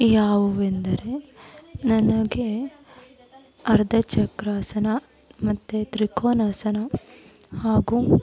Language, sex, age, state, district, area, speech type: Kannada, female, 30-45, Karnataka, Tumkur, rural, spontaneous